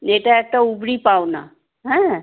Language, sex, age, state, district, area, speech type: Bengali, female, 60+, West Bengal, South 24 Parganas, rural, conversation